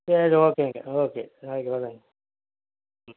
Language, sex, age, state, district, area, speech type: Tamil, male, 45-60, Tamil Nadu, Coimbatore, rural, conversation